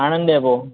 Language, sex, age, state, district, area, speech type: Gujarati, male, 30-45, Gujarat, Anand, rural, conversation